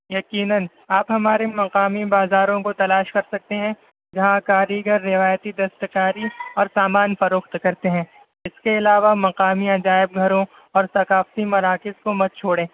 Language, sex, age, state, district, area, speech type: Urdu, male, 18-30, Maharashtra, Nashik, urban, conversation